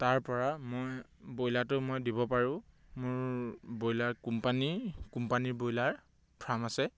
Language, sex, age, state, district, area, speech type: Assamese, male, 18-30, Assam, Sivasagar, rural, spontaneous